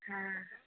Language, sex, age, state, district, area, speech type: Maithili, female, 60+, Bihar, Saharsa, rural, conversation